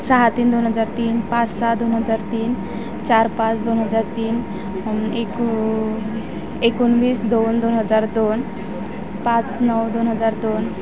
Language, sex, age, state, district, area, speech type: Marathi, female, 18-30, Maharashtra, Wardha, rural, spontaneous